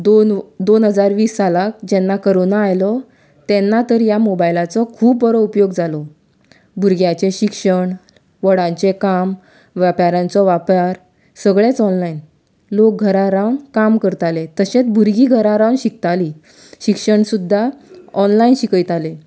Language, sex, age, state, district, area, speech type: Goan Konkani, female, 30-45, Goa, Canacona, rural, spontaneous